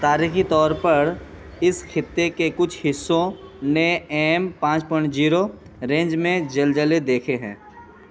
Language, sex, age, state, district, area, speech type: Urdu, male, 30-45, Bihar, Khagaria, rural, read